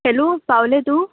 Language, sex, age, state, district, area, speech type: Goan Konkani, female, 18-30, Goa, Ponda, rural, conversation